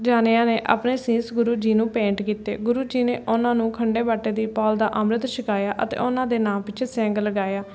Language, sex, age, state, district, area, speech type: Punjabi, female, 18-30, Punjab, Fazilka, rural, spontaneous